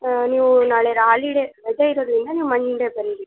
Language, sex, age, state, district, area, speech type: Kannada, female, 18-30, Karnataka, Chitradurga, rural, conversation